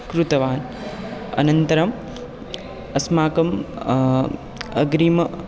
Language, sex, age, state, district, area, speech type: Sanskrit, male, 18-30, Maharashtra, Chandrapur, rural, spontaneous